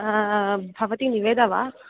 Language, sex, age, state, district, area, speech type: Sanskrit, female, 18-30, Kerala, Kannur, urban, conversation